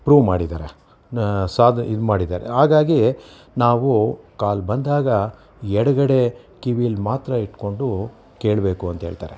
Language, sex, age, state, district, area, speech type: Kannada, male, 60+, Karnataka, Bangalore Urban, urban, spontaneous